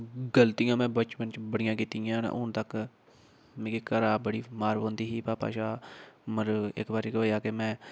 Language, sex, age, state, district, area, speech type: Dogri, male, 30-45, Jammu and Kashmir, Udhampur, urban, spontaneous